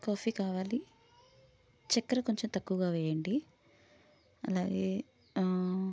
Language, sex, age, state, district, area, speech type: Telugu, female, 30-45, Telangana, Hanamkonda, urban, spontaneous